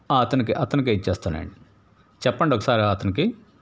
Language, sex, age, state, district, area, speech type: Telugu, male, 60+, Andhra Pradesh, Palnadu, urban, spontaneous